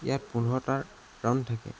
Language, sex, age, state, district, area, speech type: Assamese, male, 18-30, Assam, Jorhat, urban, spontaneous